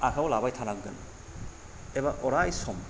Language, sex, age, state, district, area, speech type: Bodo, male, 45-60, Assam, Kokrajhar, rural, spontaneous